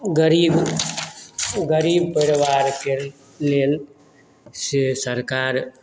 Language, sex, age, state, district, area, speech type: Maithili, male, 45-60, Bihar, Madhubani, rural, spontaneous